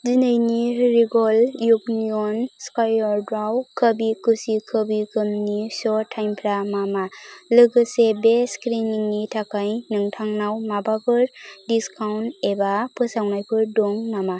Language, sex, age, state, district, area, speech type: Bodo, female, 18-30, Assam, Kokrajhar, rural, read